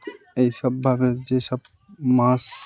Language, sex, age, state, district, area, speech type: Bengali, male, 18-30, West Bengal, Birbhum, urban, spontaneous